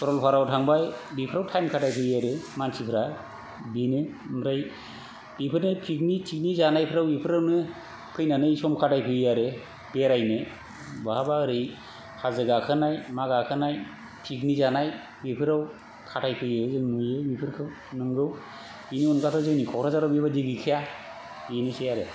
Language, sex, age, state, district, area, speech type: Bodo, male, 30-45, Assam, Kokrajhar, rural, spontaneous